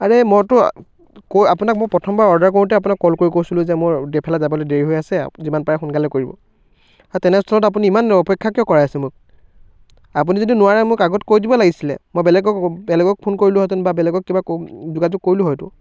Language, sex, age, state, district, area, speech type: Assamese, male, 18-30, Assam, Biswanath, rural, spontaneous